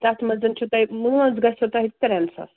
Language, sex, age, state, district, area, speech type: Kashmiri, female, 30-45, Jammu and Kashmir, Srinagar, rural, conversation